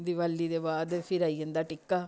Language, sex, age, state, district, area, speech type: Dogri, female, 45-60, Jammu and Kashmir, Samba, rural, spontaneous